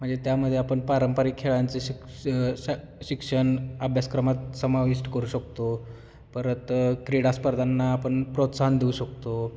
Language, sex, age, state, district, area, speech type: Marathi, male, 18-30, Maharashtra, Osmanabad, rural, spontaneous